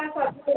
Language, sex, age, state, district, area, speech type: Bodo, male, 18-30, Assam, Kokrajhar, rural, conversation